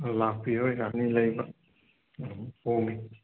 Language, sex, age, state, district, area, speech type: Manipuri, male, 30-45, Manipur, Thoubal, rural, conversation